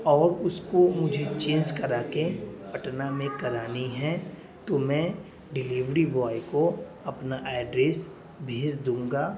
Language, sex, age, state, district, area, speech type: Urdu, male, 18-30, Bihar, Darbhanga, urban, spontaneous